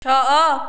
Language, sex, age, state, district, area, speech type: Odia, female, 18-30, Odisha, Khordha, rural, read